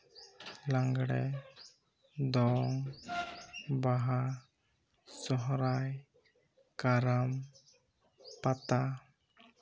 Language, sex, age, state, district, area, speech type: Santali, male, 18-30, West Bengal, Bankura, rural, spontaneous